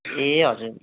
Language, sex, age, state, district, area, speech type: Nepali, male, 18-30, West Bengal, Darjeeling, rural, conversation